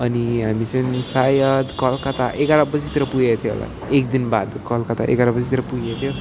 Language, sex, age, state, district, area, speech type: Nepali, male, 18-30, West Bengal, Alipurduar, urban, spontaneous